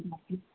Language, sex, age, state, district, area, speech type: Assamese, female, 60+, Assam, Golaghat, urban, conversation